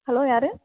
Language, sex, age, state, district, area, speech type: Tamil, female, 18-30, Tamil Nadu, Tiruvarur, rural, conversation